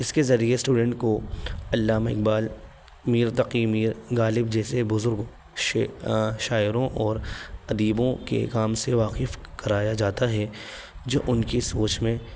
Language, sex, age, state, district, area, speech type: Urdu, male, 18-30, Delhi, North East Delhi, urban, spontaneous